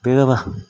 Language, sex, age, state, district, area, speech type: Kannada, male, 18-30, Karnataka, Yadgir, rural, spontaneous